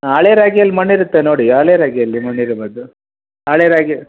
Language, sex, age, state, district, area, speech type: Kannada, male, 30-45, Karnataka, Kolar, urban, conversation